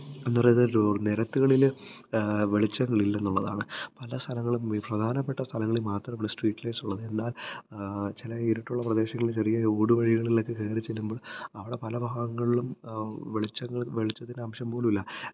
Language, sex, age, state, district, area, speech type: Malayalam, male, 18-30, Kerala, Idukki, rural, spontaneous